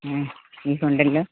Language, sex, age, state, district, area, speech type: Malayalam, female, 45-60, Kerala, Pathanamthitta, rural, conversation